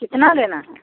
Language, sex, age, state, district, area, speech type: Hindi, female, 45-60, Bihar, Samastipur, rural, conversation